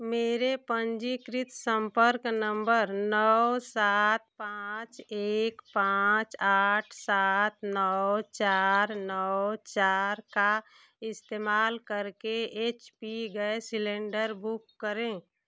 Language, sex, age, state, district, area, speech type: Hindi, female, 45-60, Uttar Pradesh, Ghazipur, rural, read